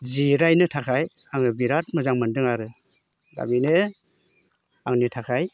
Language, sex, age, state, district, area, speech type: Bodo, male, 60+, Assam, Chirang, rural, spontaneous